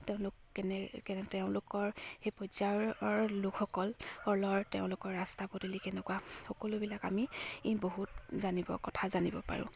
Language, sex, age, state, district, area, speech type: Assamese, female, 18-30, Assam, Charaideo, rural, spontaneous